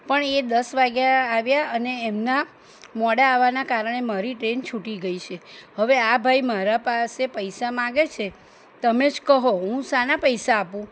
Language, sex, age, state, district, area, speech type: Gujarati, female, 45-60, Gujarat, Kheda, rural, spontaneous